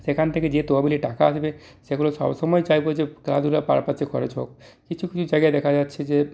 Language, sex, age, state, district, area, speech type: Bengali, male, 45-60, West Bengal, Purulia, rural, spontaneous